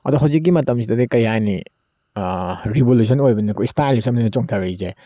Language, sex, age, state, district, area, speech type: Manipuri, male, 30-45, Manipur, Tengnoupal, urban, spontaneous